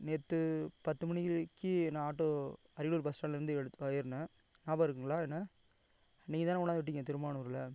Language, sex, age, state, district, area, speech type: Tamil, male, 45-60, Tamil Nadu, Ariyalur, rural, spontaneous